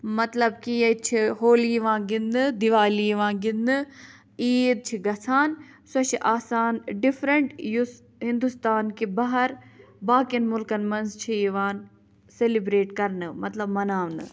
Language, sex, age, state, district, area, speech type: Kashmiri, female, 18-30, Jammu and Kashmir, Ganderbal, urban, spontaneous